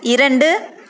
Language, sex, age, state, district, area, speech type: Tamil, female, 30-45, Tamil Nadu, Thoothukudi, rural, read